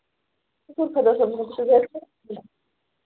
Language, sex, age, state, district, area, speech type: Kashmiri, female, 18-30, Jammu and Kashmir, Budgam, rural, conversation